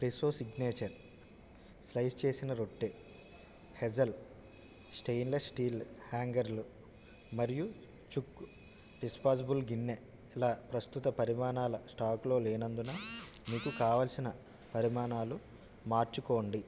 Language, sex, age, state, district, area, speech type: Telugu, male, 30-45, Andhra Pradesh, West Godavari, rural, read